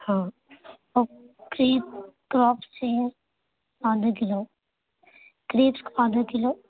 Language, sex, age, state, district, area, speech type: Urdu, female, 18-30, Delhi, Central Delhi, urban, conversation